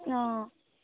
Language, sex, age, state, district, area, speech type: Assamese, female, 18-30, Assam, Sivasagar, rural, conversation